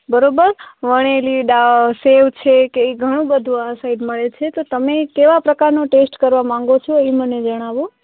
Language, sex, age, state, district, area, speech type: Gujarati, female, 18-30, Gujarat, Kutch, rural, conversation